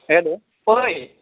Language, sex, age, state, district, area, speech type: Nepali, male, 30-45, West Bengal, Jalpaiguri, urban, conversation